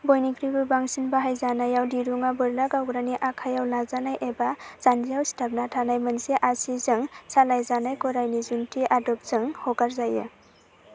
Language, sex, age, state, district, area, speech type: Bodo, female, 18-30, Assam, Baksa, rural, read